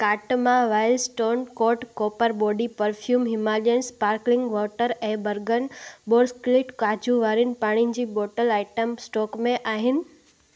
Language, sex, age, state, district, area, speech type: Sindhi, female, 18-30, Gujarat, Junagadh, rural, read